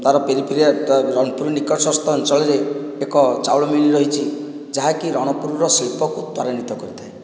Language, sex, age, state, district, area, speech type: Odia, male, 45-60, Odisha, Nayagarh, rural, spontaneous